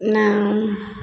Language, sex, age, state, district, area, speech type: Odia, female, 30-45, Odisha, Puri, urban, spontaneous